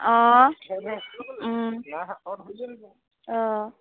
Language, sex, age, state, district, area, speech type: Assamese, female, 18-30, Assam, Sivasagar, rural, conversation